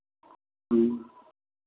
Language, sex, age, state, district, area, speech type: Maithili, male, 60+, Bihar, Madhepura, rural, conversation